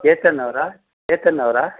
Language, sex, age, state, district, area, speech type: Kannada, male, 60+, Karnataka, Shimoga, urban, conversation